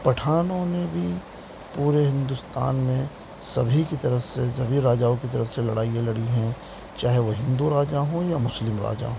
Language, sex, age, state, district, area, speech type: Urdu, male, 45-60, Delhi, South Delhi, urban, spontaneous